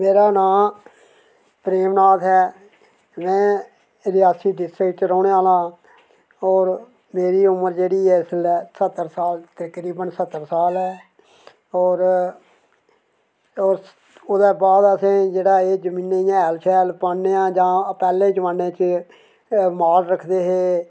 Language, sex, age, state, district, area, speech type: Dogri, male, 60+, Jammu and Kashmir, Reasi, rural, spontaneous